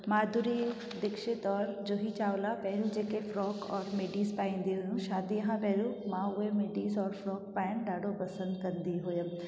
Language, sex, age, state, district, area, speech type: Sindhi, female, 18-30, Gujarat, Junagadh, rural, spontaneous